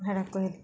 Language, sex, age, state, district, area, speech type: Odia, female, 60+, Odisha, Balangir, urban, spontaneous